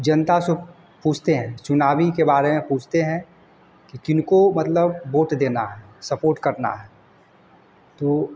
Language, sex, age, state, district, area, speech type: Hindi, male, 30-45, Bihar, Vaishali, urban, spontaneous